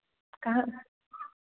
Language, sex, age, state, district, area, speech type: Hindi, female, 18-30, Bihar, Madhepura, rural, conversation